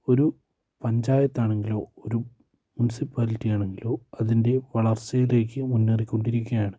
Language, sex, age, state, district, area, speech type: Malayalam, male, 18-30, Kerala, Wayanad, rural, spontaneous